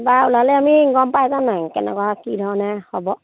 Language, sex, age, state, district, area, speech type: Assamese, female, 30-45, Assam, Charaideo, rural, conversation